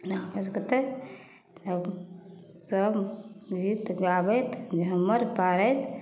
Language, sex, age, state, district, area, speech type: Maithili, female, 45-60, Bihar, Samastipur, rural, spontaneous